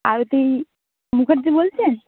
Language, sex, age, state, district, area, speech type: Bengali, female, 30-45, West Bengal, Dakshin Dinajpur, urban, conversation